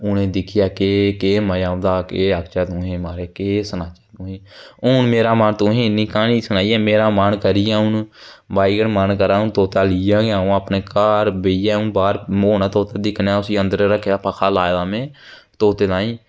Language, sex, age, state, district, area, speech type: Dogri, male, 18-30, Jammu and Kashmir, Jammu, rural, spontaneous